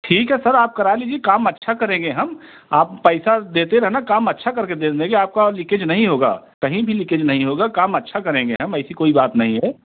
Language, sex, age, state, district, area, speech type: Hindi, male, 45-60, Uttar Pradesh, Jaunpur, rural, conversation